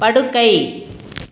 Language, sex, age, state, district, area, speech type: Tamil, female, 45-60, Tamil Nadu, Tiruppur, rural, read